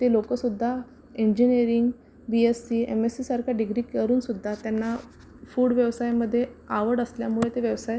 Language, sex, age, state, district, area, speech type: Marathi, female, 45-60, Maharashtra, Amravati, urban, spontaneous